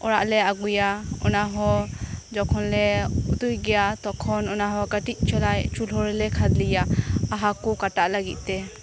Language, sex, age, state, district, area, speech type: Santali, female, 18-30, West Bengal, Birbhum, rural, spontaneous